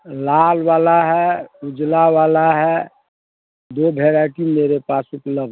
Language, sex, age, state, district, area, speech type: Hindi, male, 60+, Bihar, Darbhanga, urban, conversation